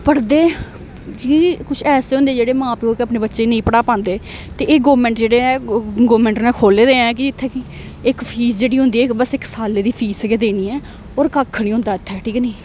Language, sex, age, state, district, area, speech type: Dogri, female, 18-30, Jammu and Kashmir, Samba, rural, spontaneous